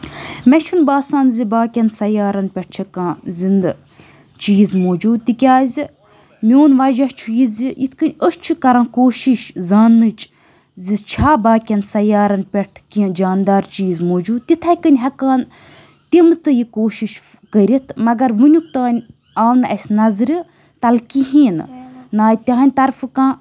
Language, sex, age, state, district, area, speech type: Kashmiri, female, 18-30, Jammu and Kashmir, Budgam, rural, spontaneous